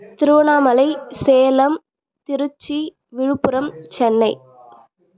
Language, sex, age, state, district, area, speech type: Tamil, female, 18-30, Tamil Nadu, Tiruvannamalai, rural, spontaneous